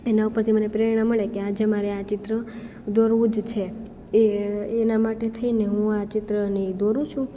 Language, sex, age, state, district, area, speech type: Gujarati, female, 18-30, Gujarat, Amreli, rural, spontaneous